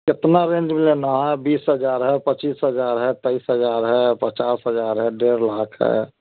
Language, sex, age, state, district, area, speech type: Hindi, male, 45-60, Bihar, Samastipur, rural, conversation